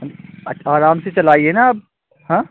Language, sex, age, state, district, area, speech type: Hindi, male, 18-30, Madhya Pradesh, Seoni, urban, conversation